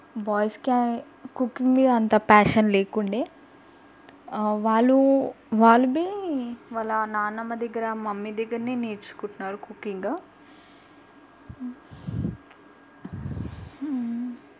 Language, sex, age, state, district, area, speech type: Telugu, female, 18-30, Telangana, Mahbubnagar, urban, spontaneous